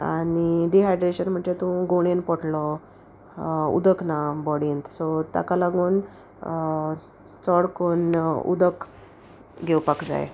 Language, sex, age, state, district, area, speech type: Goan Konkani, female, 30-45, Goa, Salcete, rural, spontaneous